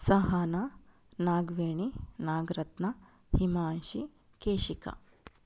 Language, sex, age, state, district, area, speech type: Kannada, female, 30-45, Karnataka, Chitradurga, urban, spontaneous